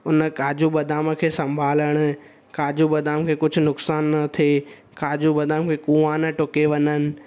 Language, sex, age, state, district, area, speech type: Sindhi, male, 18-30, Gujarat, Surat, urban, spontaneous